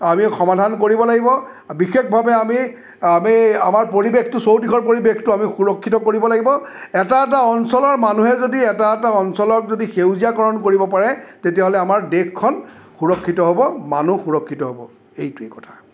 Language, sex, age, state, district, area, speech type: Assamese, male, 45-60, Assam, Sonitpur, urban, spontaneous